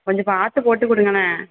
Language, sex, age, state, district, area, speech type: Tamil, female, 18-30, Tamil Nadu, Thanjavur, urban, conversation